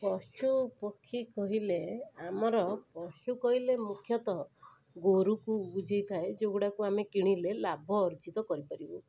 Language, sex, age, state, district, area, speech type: Odia, female, 30-45, Odisha, Cuttack, urban, spontaneous